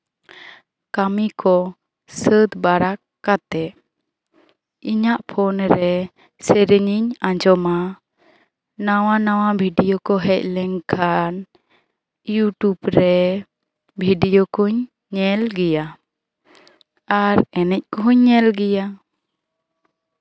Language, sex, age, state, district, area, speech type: Santali, female, 18-30, West Bengal, Bankura, rural, spontaneous